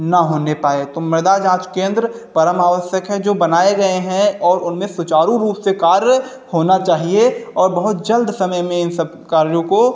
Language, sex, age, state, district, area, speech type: Hindi, male, 30-45, Uttar Pradesh, Hardoi, rural, spontaneous